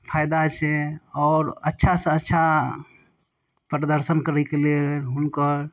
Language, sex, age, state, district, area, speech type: Maithili, male, 30-45, Bihar, Darbhanga, rural, spontaneous